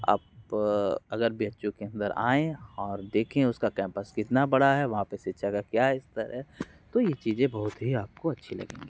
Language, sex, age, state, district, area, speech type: Hindi, male, 30-45, Uttar Pradesh, Mirzapur, urban, spontaneous